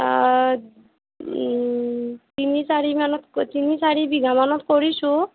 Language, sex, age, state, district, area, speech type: Assamese, female, 45-60, Assam, Nagaon, rural, conversation